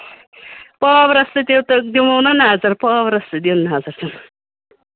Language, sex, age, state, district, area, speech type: Kashmiri, female, 30-45, Jammu and Kashmir, Ganderbal, rural, conversation